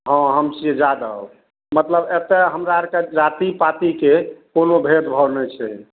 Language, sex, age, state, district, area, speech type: Maithili, male, 60+, Bihar, Madhepura, urban, conversation